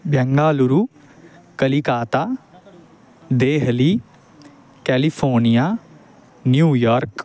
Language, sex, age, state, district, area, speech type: Sanskrit, male, 18-30, West Bengal, Paschim Medinipur, urban, spontaneous